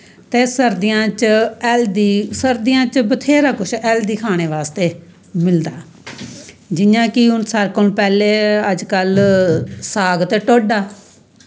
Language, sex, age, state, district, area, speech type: Dogri, female, 45-60, Jammu and Kashmir, Samba, rural, spontaneous